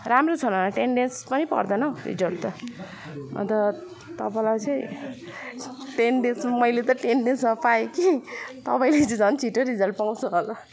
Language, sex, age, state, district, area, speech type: Nepali, female, 30-45, West Bengal, Alipurduar, urban, spontaneous